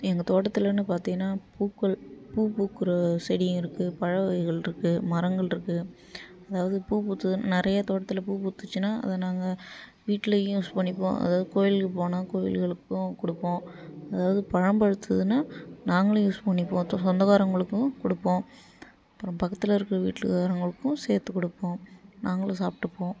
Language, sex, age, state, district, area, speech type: Tamil, female, 45-60, Tamil Nadu, Ariyalur, rural, spontaneous